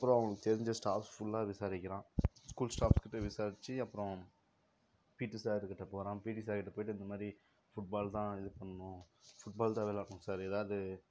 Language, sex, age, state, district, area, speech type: Tamil, female, 18-30, Tamil Nadu, Dharmapuri, rural, spontaneous